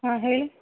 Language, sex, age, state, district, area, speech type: Kannada, female, 18-30, Karnataka, Vijayanagara, rural, conversation